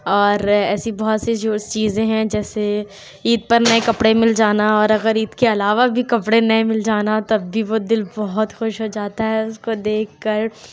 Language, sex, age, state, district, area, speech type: Urdu, female, 18-30, Uttar Pradesh, Lucknow, rural, spontaneous